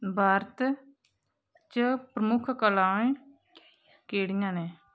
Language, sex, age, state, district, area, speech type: Dogri, female, 30-45, Jammu and Kashmir, Kathua, rural, read